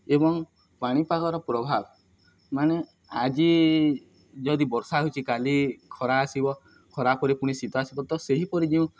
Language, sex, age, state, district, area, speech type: Odia, male, 18-30, Odisha, Nuapada, urban, spontaneous